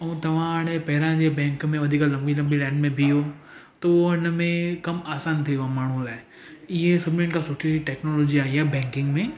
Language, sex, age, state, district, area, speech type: Sindhi, male, 18-30, Gujarat, Surat, urban, spontaneous